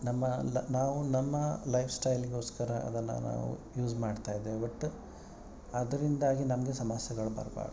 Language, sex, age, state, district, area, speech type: Kannada, male, 30-45, Karnataka, Udupi, rural, spontaneous